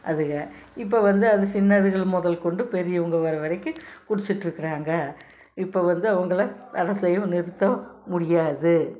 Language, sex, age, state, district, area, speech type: Tamil, female, 60+, Tamil Nadu, Tiruppur, rural, spontaneous